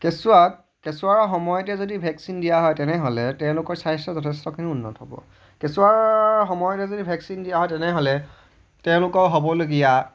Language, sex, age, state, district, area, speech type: Assamese, male, 30-45, Assam, Majuli, urban, spontaneous